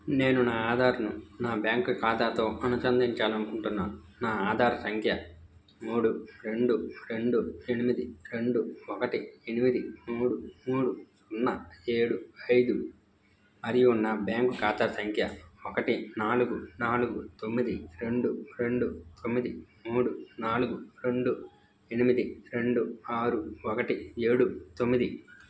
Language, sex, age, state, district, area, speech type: Telugu, male, 18-30, Andhra Pradesh, N T Rama Rao, rural, read